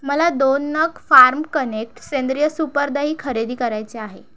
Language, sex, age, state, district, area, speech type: Marathi, female, 30-45, Maharashtra, Thane, urban, read